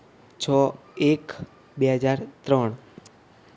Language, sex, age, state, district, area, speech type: Gujarati, male, 18-30, Gujarat, Ahmedabad, urban, spontaneous